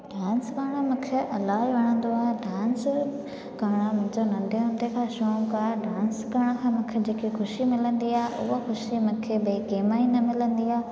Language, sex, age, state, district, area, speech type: Sindhi, female, 18-30, Gujarat, Junagadh, urban, spontaneous